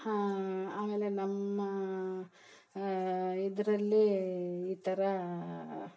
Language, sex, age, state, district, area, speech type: Kannada, female, 45-60, Karnataka, Kolar, rural, spontaneous